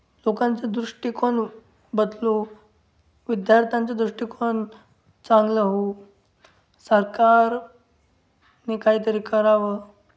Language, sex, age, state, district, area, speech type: Marathi, male, 18-30, Maharashtra, Ahmednagar, rural, spontaneous